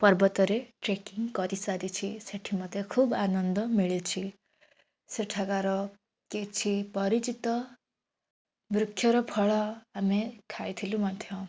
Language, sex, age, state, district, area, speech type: Odia, female, 18-30, Odisha, Jajpur, rural, spontaneous